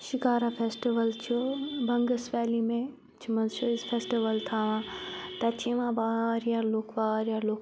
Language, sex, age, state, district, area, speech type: Kashmiri, female, 18-30, Jammu and Kashmir, Kupwara, rural, spontaneous